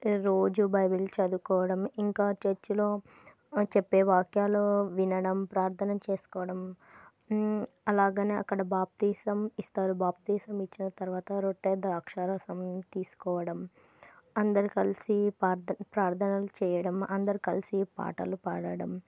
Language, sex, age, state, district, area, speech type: Telugu, female, 18-30, Andhra Pradesh, Nandyal, urban, spontaneous